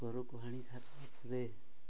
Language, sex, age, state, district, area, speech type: Odia, male, 18-30, Odisha, Nabarangpur, urban, spontaneous